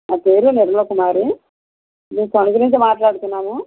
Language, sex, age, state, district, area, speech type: Telugu, female, 60+, Andhra Pradesh, West Godavari, rural, conversation